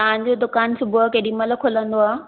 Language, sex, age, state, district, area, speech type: Sindhi, female, 30-45, Maharashtra, Thane, urban, conversation